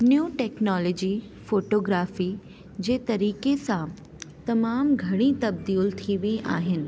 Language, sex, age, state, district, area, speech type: Sindhi, female, 18-30, Delhi, South Delhi, urban, spontaneous